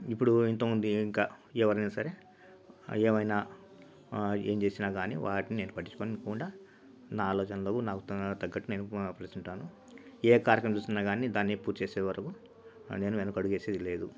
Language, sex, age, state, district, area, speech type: Telugu, male, 45-60, Andhra Pradesh, Nellore, urban, spontaneous